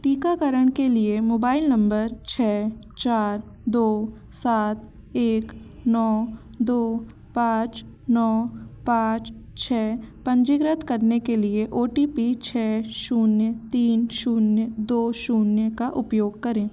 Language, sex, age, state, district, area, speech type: Hindi, female, 18-30, Madhya Pradesh, Jabalpur, urban, read